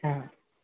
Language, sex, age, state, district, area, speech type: Marathi, male, 30-45, Maharashtra, Wardha, urban, conversation